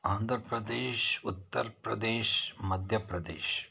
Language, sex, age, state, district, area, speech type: Kannada, male, 45-60, Karnataka, Bangalore Rural, rural, spontaneous